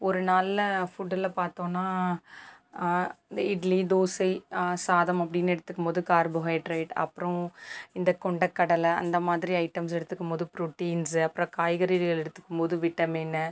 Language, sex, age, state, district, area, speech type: Tamil, female, 30-45, Tamil Nadu, Sivaganga, rural, spontaneous